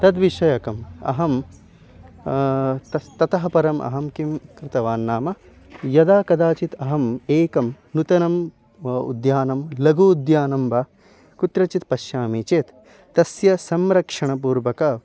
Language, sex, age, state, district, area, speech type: Sanskrit, male, 18-30, Odisha, Khordha, urban, spontaneous